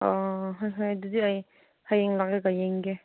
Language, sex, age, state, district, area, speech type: Manipuri, female, 18-30, Manipur, Kangpokpi, rural, conversation